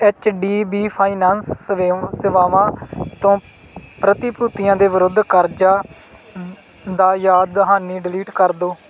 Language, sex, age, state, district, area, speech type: Punjabi, male, 18-30, Punjab, Bathinda, rural, read